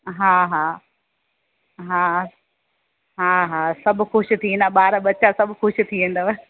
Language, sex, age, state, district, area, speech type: Sindhi, female, 30-45, Rajasthan, Ajmer, rural, conversation